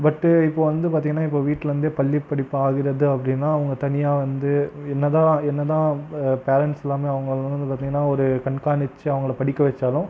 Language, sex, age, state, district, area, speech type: Tamil, male, 18-30, Tamil Nadu, Krishnagiri, rural, spontaneous